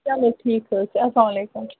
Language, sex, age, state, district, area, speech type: Kashmiri, female, 18-30, Jammu and Kashmir, Baramulla, rural, conversation